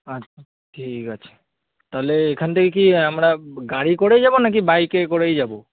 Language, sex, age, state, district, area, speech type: Bengali, male, 18-30, West Bengal, Kolkata, urban, conversation